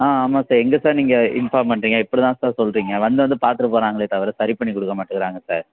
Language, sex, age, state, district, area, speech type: Tamil, male, 18-30, Tamil Nadu, Thanjavur, rural, conversation